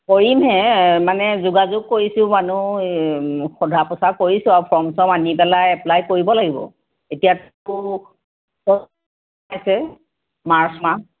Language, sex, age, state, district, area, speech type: Assamese, female, 60+, Assam, Sivasagar, urban, conversation